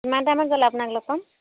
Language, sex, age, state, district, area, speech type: Assamese, female, 30-45, Assam, Dhemaji, rural, conversation